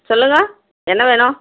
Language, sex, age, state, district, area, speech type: Tamil, female, 60+, Tamil Nadu, Krishnagiri, rural, conversation